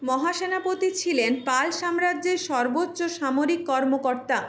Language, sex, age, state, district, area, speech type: Bengali, female, 30-45, West Bengal, Purulia, urban, read